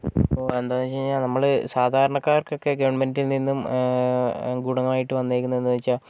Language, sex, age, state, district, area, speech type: Malayalam, male, 30-45, Kerala, Wayanad, rural, spontaneous